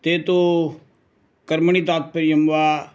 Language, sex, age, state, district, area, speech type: Sanskrit, male, 60+, Karnataka, Uttara Kannada, rural, spontaneous